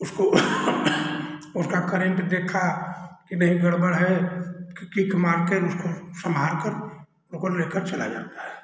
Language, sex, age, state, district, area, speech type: Hindi, male, 60+, Uttar Pradesh, Chandauli, urban, spontaneous